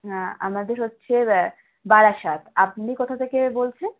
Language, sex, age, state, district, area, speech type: Bengali, female, 18-30, West Bengal, Howrah, urban, conversation